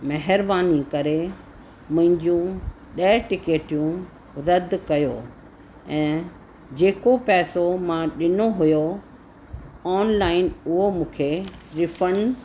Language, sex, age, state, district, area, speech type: Sindhi, female, 60+, Uttar Pradesh, Lucknow, rural, spontaneous